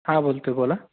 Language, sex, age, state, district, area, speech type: Marathi, male, 18-30, Maharashtra, Osmanabad, rural, conversation